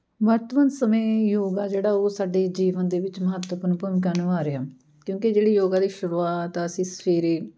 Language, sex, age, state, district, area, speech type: Punjabi, female, 30-45, Punjab, Amritsar, urban, spontaneous